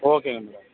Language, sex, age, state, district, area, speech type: Tamil, male, 18-30, Tamil Nadu, Ranipet, urban, conversation